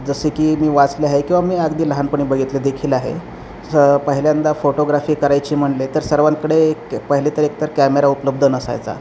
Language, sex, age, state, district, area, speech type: Marathi, male, 30-45, Maharashtra, Osmanabad, rural, spontaneous